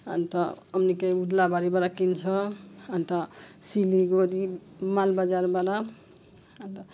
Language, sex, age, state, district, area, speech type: Nepali, female, 45-60, West Bengal, Jalpaiguri, rural, spontaneous